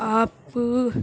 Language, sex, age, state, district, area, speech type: Urdu, female, 18-30, Uttar Pradesh, Gautam Buddha Nagar, rural, spontaneous